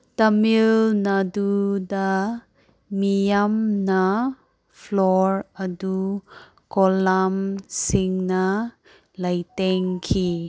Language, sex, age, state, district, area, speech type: Manipuri, female, 18-30, Manipur, Kangpokpi, urban, read